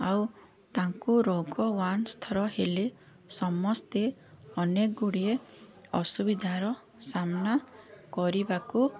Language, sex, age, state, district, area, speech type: Odia, female, 30-45, Odisha, Puri, urban, spontaneous